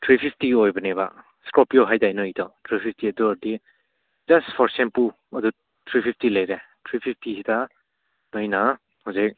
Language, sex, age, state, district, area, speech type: Manipuri, male, 18-30, Manipur, Churachandpur, rural, conversation